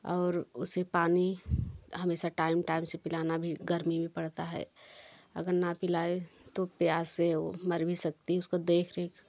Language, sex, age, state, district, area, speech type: Hindi, female, 30-45, Uttar Pradesh, Jaunpur, rural, spontaneous